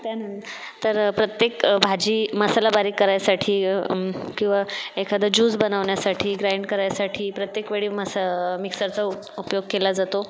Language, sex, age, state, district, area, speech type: Marathi, female, 30-45, Maharashtra, Buldhana, urban, spontaneous